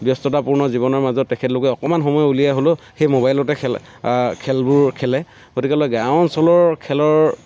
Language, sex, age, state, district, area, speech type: Assamese, male, 30-45, Assam, Dhemaji, rural, spontaneous